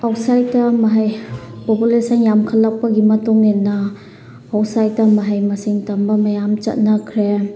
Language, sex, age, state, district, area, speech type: Manipuri, female, 30-45, Manipur, Chandel, rural, spontaneous